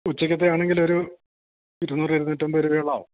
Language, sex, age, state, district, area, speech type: Malayalam, male, 45-60, Kerala, Idukki, rural, conversation